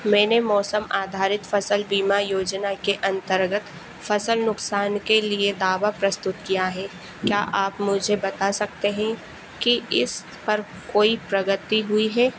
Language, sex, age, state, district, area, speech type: Hindi, female, 18-30, Madhya Pradesh, Harda, rural, read